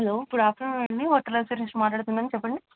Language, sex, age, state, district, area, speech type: Telugu, female, 18-30, Telangana, Hyderabad, urban, conversation